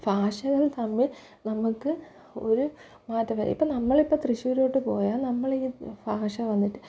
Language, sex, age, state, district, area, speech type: Malayalam, female, 30-45, Kerala, Thiruvananthapuram, rural, spontaneous